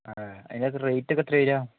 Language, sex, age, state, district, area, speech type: Malayalam, male, 18-30, Kerala, Wayanad, rural, conversation